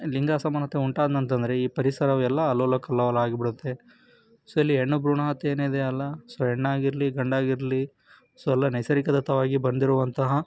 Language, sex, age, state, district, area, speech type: Kannada, male, 18-30, Karnataka, Koppal, rural, spontaneous